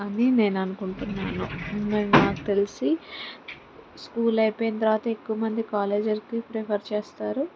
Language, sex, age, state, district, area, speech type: Telugu, female, 18-30, Andhra Pradesh, Palnadu, rural, spontaneous